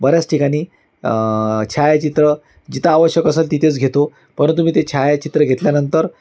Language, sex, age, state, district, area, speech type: Marathi, male, 30-45, Maharashtra, Amravati, rural, spontaneous